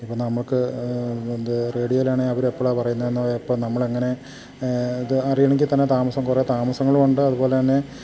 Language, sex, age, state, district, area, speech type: Malayalam, male, 45-60, Kerala, Idukki, rural, spontaneous